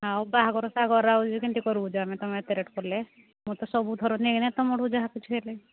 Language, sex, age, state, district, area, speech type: Odia, female, 60+, Odisha, Angul, rural, conversation